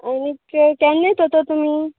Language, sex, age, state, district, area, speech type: Goan Konkani, female, 18-30, Goa, Canacona, rural, conversation